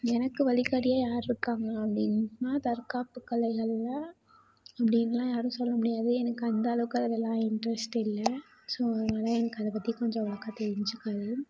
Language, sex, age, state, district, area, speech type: Tamil, female, 18-30, Tamil Nadu, Tiruchirappalli, rural, spontaneous